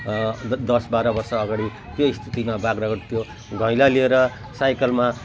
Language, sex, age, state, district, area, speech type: Nepali, male, 45-60, West Bengal, Jalpaiguri, urban, spontaneous